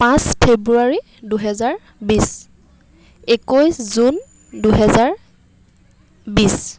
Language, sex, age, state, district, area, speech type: Assamese, female, 30-45, Assam, Dibrugarh, rural, spontaneous